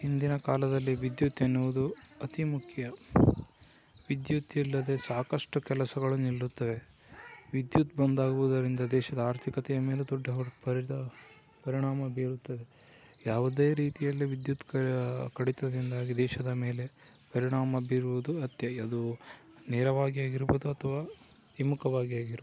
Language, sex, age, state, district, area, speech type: Kannada, male, 18-30, Karnataka, Davanagere, urban, spontaneous